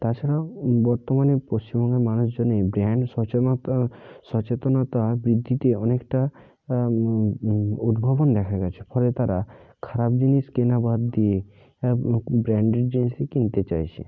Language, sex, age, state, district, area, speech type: Bengali, male, 45-60, West Bengal, Bankura, urban, spontaneous